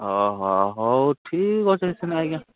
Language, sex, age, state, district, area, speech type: Odia, male, 30-45, Odisha, Balangir, urban, conversation